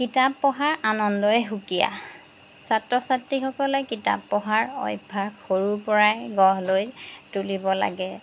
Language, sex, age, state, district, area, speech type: Assamese, female, 30-45, Assam, Jorhat, urban, spontaneous